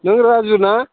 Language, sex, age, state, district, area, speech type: Bodo, male, 60+, Assam, Udalguri, urban, conversation